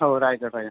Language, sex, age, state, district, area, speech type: Marathi, male, 45-60, Maharashtra, Amravati, urban, conversation